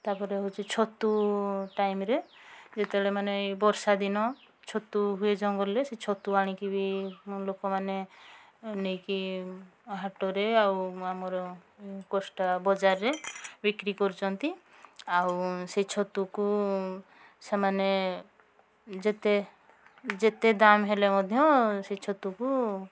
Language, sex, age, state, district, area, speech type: Odia, female, 45-60, Odisha, Mayurbhanj, rural, spontaneous